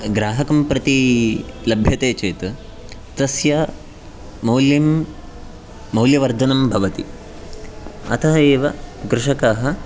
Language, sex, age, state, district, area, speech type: Sanskrit, male, 18-30, Karnataka, Chikkamagaluru, rural, spontaneous